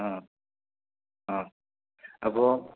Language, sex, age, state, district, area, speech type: Malayalam, male, 18-30, Kerala, Malappuram, rural, conversation